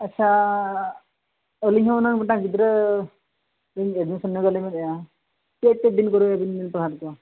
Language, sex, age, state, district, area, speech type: Santali, male, 45-60, Odisha, Mayurbhanj, rural, conversation